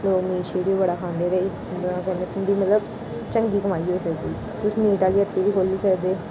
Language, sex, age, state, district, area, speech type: Dogri, female, 60+, Jammu and Kashmir, Reasi, rural, spontaneous